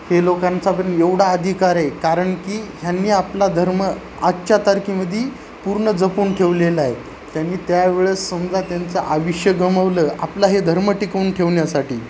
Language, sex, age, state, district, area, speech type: Marathi, male, 30-45, Maharashtra, Nanded, urban, spontaneous